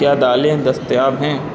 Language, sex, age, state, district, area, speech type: Urdu, male, 45-60, Uttar Pradesh, Aligarh, urban, read